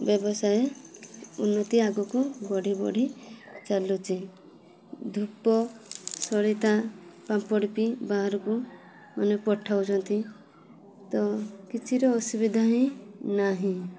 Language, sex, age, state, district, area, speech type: Odia, female, 18-30, Odisha, Mayurbhanj, rural, spontaneous